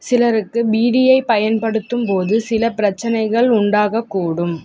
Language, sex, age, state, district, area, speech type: Tamil, female, 18-30, Tamil Nadu, Tiruvallur, urban, read